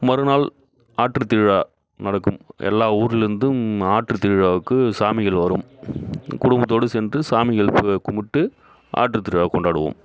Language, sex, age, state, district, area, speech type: Tamil, male, 30-45, Tamil Nadu, Kallakurichi, rural, spontaneous